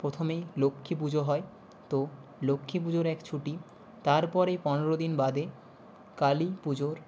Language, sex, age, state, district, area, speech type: Bengali, male, 18-30, West Bengal, Nadia, rural, spontaneous